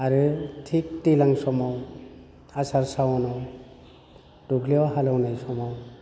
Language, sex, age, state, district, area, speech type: Bodo, male, 45-60, Assam, Udalguri, urban, spontaneous